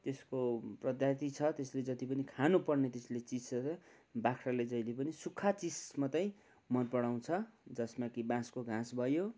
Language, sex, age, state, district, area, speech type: Nepali, male, 45-60, West Bengal, Kalimpong, rural, spontaneous